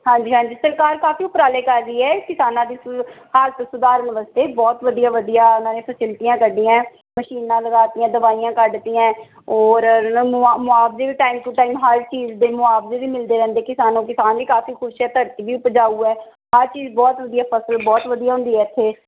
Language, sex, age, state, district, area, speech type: Punjabi, female, 30-45, Punjab, Pathankot, urban, conversation